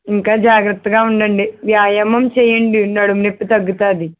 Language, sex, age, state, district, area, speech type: Telugu, female, 30-45, Andhra Pradesh, East Godavari, rural, conversation